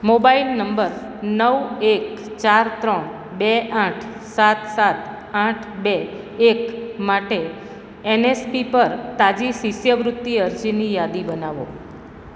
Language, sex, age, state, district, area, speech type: Gujarati, female, 60+, Gujarat, Valsad, urban, read